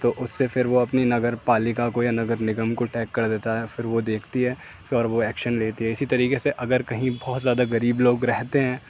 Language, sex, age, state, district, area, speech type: Urdu, male, 18-30, Uttar Pradesh, Aligarh, urban, spontaneous